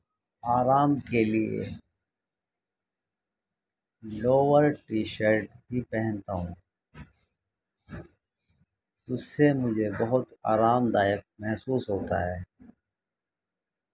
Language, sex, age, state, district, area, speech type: Urdu, male, 30-45, Uttar Pradesh, Muzaffarnagar, urban, spontaneous